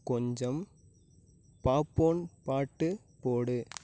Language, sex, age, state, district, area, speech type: Tamil, male, 18-30, Tamil Nadu, Nagapattinam, rural, read